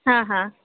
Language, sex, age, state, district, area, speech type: Maithili, female, 45-60, Bihar, Purnia, rural, conversation